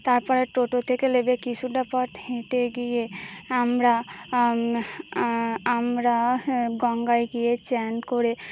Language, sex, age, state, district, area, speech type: Bengali, female, 18-30, West Bengal, Birbhum, urban, spontaneous